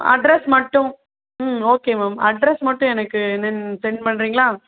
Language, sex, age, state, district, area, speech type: Tamil, female, 30-45, Tamil Nadu, Madurai, rural, conversation